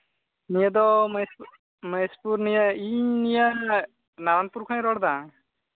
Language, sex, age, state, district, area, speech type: Santali, male, 18-30, Jharkhand, Pakur, rural, conversation